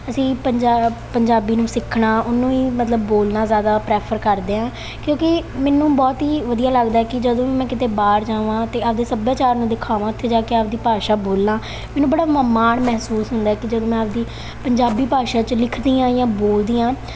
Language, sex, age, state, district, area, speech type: Punjabi, female, 18-30, Punjab, Mansa, urban, spontaneous